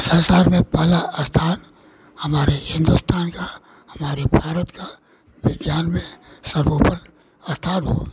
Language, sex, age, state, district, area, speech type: Hindi, male, 60+, Uttar Pradesh, Pratapgarh, rural, spontaneous